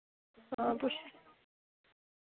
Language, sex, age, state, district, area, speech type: Dogri, female, 30-45, Jammu and Kashmir, Udhampur, rural, conversation